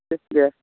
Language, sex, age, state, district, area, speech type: Bodo, male, 45-60, Assam, Udalguri, rural, conversation